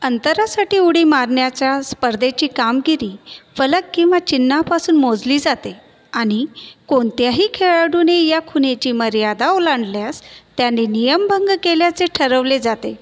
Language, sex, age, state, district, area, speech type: Marathi, female, 30-45, Maharashtra, Buldhana, urban, read